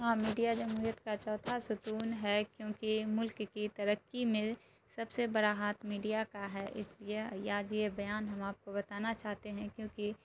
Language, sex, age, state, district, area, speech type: Urdu, female, 18-30, Bihar, Darbhanga, rural, spontaneous